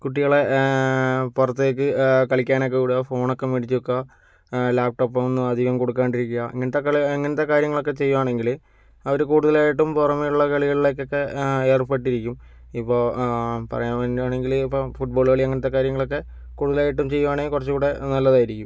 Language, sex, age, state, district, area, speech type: Malayalam, male, 18-30, Kerala, Kozhikode, urban, spontaneous